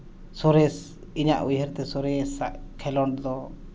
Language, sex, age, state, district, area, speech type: Santali, male, 30-45, Jharkhand, East Singhbhum, rural, spontaneous